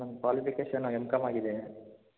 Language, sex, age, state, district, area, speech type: Kannada, male, 30-45, Karnataka, Hassan, urban, conversation